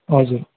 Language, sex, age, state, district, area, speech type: Nepali, male, 60+, West Bengal, Darjeeling, rural, conversation